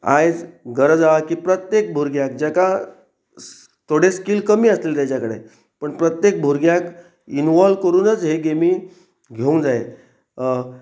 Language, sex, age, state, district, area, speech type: Goan Konkani, male, 45-60, Goa, Pernem, rural, spontaneous